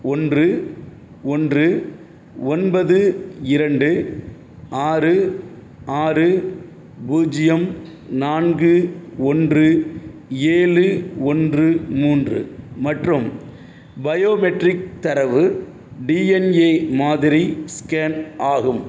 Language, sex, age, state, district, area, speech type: Tamil, male, 45-60, Tamil Nadu, Madurai, urban, read